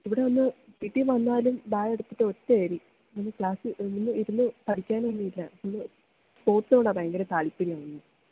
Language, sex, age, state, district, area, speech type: Malayalam, female, 18-30, Kerala, Idukki, rural, conversation